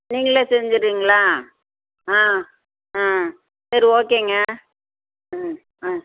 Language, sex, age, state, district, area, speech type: Tamil, female, 60+, Tamil Nadu, Perambalur, urban, conversation